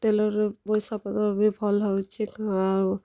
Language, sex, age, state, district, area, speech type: Odia, female, 18-30, Odisha, Kalahandi, rural, spontaneous